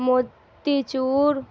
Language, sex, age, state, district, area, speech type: Urdu, female, 18-30, Bihar, Darbhanga, rural, spontaneous